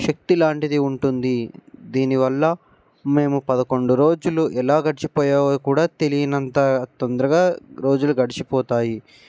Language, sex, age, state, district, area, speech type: Telugu, male, 18-30, Telangana, Ranga Reddy, urban, spontaneous